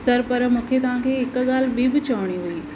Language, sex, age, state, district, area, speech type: Sindhi, female, 45-60, Maharashtra, Thane, urban, spontaneous